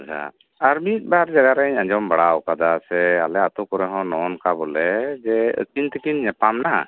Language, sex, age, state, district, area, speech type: Santali, male, 45-60, West Bengal, Birbhum, rural, conversation